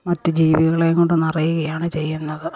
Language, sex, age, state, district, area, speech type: Malayalam, female, 60+, Kerala, Pathanamthitta, rural, spontaneous